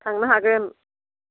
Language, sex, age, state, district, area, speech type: Bodo, female, 60+, Assam, Baksa, rural, conversation